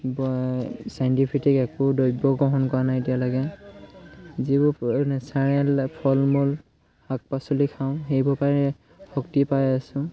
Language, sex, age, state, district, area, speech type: Assamese, male, 18-30, Assam, Sivasagar, rural, spontaneous